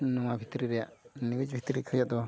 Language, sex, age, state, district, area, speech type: Santali, male, 45-60, Odisha, Mayurbhanj, rural, spontaneous